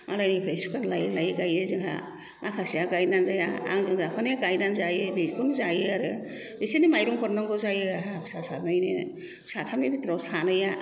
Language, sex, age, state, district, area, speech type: Bodo, female, 60+, Assam, Kokrajhar, rural, spontaneous